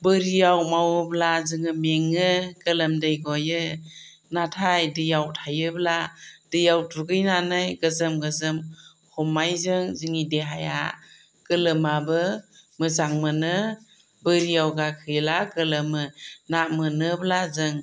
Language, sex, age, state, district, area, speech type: Bodo, female, 45-60, Assam, Chirang, rural, spontaneous